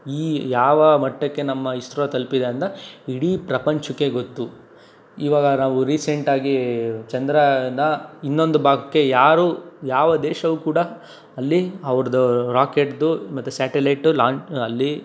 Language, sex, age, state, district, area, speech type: Kannada, male, 18-30, Karnataka, Tumkur, rural, spontaneous